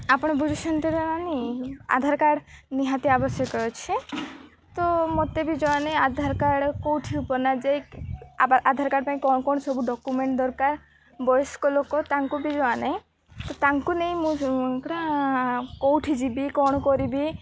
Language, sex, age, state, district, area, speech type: Odia, female, 18-30, Odisha, Nabarangpur, urban, spontaneous